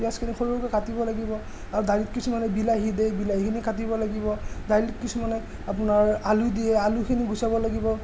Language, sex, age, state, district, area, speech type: Assamese, male, 30-45, Assam, Morigaon, rural, spontaneous